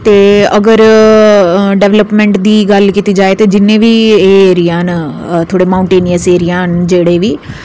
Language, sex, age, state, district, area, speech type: Dogri, female, 30-45, Jammu and Kashmir, Udhampur, urban, spontaneous